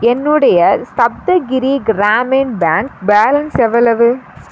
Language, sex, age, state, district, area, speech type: Tamil, female, 18-30, Tamil Nadu, Namakkal, rural, read